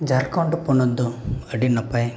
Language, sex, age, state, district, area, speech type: Santali, male, 18-30, Jharkhand, East Singhbhum, rural, spontaneous